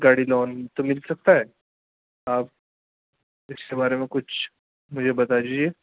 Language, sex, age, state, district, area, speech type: Urdu, male, 30-45, Uttar Pradesh, Muzaffarnagar, urban, conversation